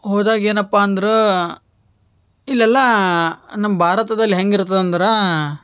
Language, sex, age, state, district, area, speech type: Kannada, male, 18-30, Karnataka, Gulbarga, urban, spontaneous